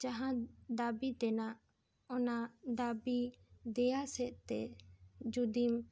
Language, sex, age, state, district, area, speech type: Santali, female, 18-30, West Bengal, Bankura, rural, spontaneous